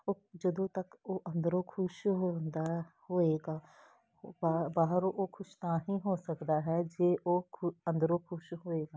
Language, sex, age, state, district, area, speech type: Punjabi, female, 30-45, Punjab, Jalandhar, urban, spontaneous